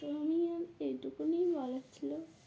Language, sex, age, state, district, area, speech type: Bengali, female, 18-30, West Bengal, Uttar Dinajpur, urban, spontaneous